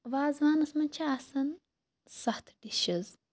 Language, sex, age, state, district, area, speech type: Kashmiri, female, 18-30, Jammu and Kashmir, Shopian, rural, spontaneous